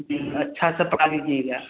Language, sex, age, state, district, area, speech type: Hindi, male, 30-45, Uttar Pradesh, Varanasi, urban, conversation